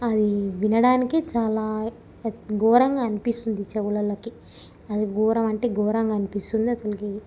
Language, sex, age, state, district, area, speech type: Telugu, female, 18-30, Telangana, Medak, urban, spontaneous